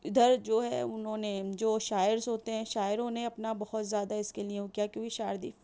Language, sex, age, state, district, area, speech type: Urdu, female, 45-60, Delhi, New Delhi, urban, spontaneous